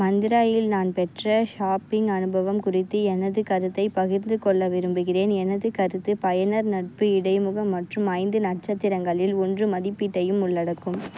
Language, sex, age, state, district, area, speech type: Tamil, female, 18-30, Tamil Nadu, Vellore, urban, read